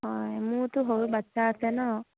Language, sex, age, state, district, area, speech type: Assamese, female, 45-60, Assam, Dibrugarh, rural, conversation